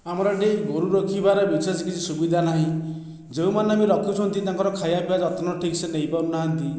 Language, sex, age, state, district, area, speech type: Odia, male, 45-60, Odisha, Khordha, rural, spontaneous